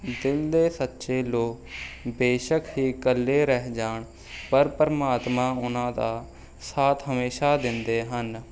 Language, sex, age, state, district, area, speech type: Punjabi, male, 18-30, Punjab, Rupnagar, urban, spontaneous